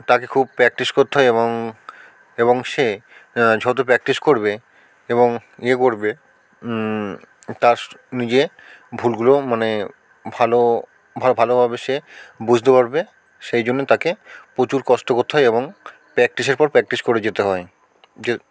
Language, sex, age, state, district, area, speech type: Bengali, male, 45-60, West Bengal, South 24 Parganas, rural, spontaneous